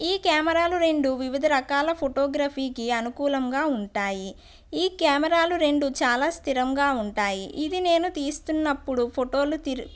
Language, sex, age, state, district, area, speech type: Telugu, female, 30-45, Andhra Pradesh, West Godavari, rural, spontaneous